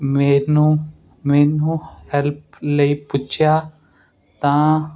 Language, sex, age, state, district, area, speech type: Punjabi, male, 30-45, Punjab, Ludhiana, urban, spontaneous